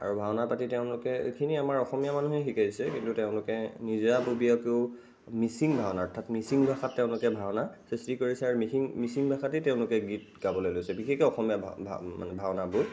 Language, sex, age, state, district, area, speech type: Assamese, male, 45-60, Assam, Nagaon, rural, spontaneous